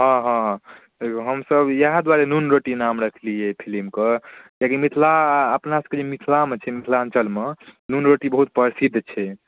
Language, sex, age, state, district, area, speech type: Maithili, male, 18-30, Bihar, Darbhanga, rural, conversation